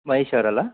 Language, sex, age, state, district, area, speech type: Kannada, male, 30-45, Karnataka, Koppal, rural, conversation